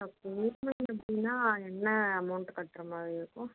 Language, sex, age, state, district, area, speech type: Tamil, female, 30-45, Tamil Nadu, Mayiladuthurai, rural, conversation